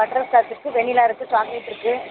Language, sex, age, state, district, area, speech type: Tamil, female, 30-45, Tamil Nadu, Chennai, urban, conversation